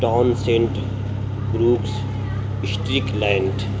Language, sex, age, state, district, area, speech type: Urdu, male, 45-60, Delhi, South Delhi, urban, spontaneous